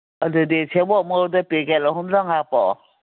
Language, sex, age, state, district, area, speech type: Manipuri, female, 60+, Manipur, Kangpokpi, urban, conversation